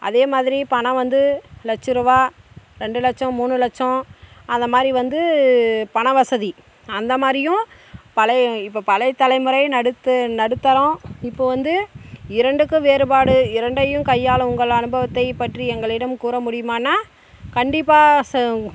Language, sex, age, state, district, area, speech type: Tamil, female, 30-45, Tamil Nadu, Dharmapuri, rural, spontaneous